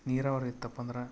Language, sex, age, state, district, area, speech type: Kannada, male, 45-60, Karnataka, Koppal, urban, spontaneous